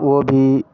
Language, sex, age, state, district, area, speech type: Hindi, male, 18-30, Bihar, Madhepura, rural, spontaneous